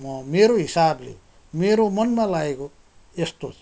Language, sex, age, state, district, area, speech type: Nepali, male, 60+, West Bengal, Kalimpong, rural, spontaneous